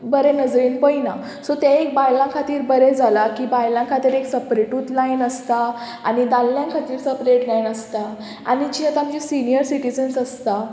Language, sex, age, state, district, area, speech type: Goan Konkani, female, 18-30, Goa, Murmgao, urban, spontaneous